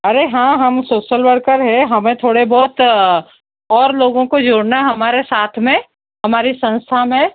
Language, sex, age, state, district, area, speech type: Hindi, female, 45-60, Rajasthan, Jodhpur, urban, conversation